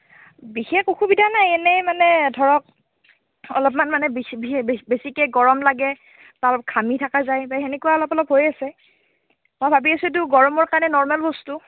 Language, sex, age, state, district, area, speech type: Assamese, female, 18-30, Assam, Nalbari, rural, conversation